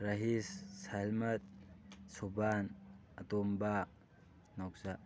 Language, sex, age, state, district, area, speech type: Manipuri, male, 18-30, Manipur, Thoubal, rural, spontaneous